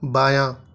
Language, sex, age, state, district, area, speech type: Urdu, male, 30-45, Telangana, Hyderabad, urban, read